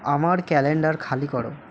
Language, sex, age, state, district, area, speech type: Bengali, male, 18-30, West Bengal, Malda, urban, read